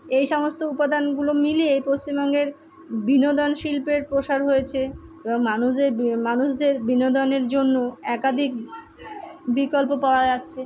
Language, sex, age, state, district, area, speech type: Bengali, female, 45-60, West Bengal, Kolkata, urban, spontaneous